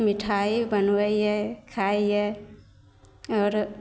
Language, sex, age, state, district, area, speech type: Maithili, female, 18-30, Bihar, Begusarai, rural, spontaneous